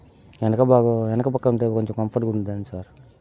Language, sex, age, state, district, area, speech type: Telugu, male, 30-45, Andhra Pradesh, Bapatla, rural, spontaneous